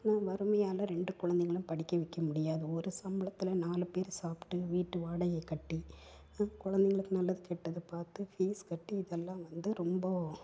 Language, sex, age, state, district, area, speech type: Tamil, female, 45-60, Tamil Nadu, Tiruppur, urban, spontaneous